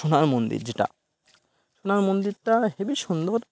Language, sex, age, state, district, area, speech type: Bengali, male, 45-60, West Bengal, Birbhum, urban, spontaneous